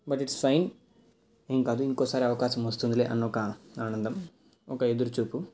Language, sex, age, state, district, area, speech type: Telugu, male, 18-30, Andhra Pradesh, Nellore, urban, spontaneous